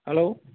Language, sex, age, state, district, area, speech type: Assamese, male, 30-45, Assam, Lakhimpur, rural, conversation